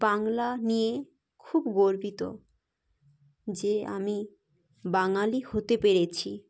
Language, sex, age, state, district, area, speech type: Bengali, female, 30-45, West Bengal, Hooghly, urban, spontaneous